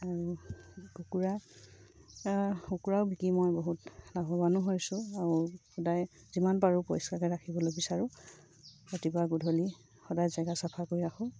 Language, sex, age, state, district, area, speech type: Assamese, female, 30-45, Assam, Sivasagar, rural, spontaneous